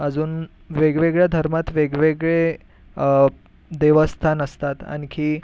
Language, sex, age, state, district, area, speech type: Marathi, male, 18-30, Maharashtra, Nagpur, urban, spontaneous